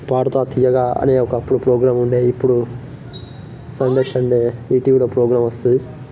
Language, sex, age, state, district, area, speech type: Telugu, male, 18-30, Telangana, Nirmal, rural, spontaneous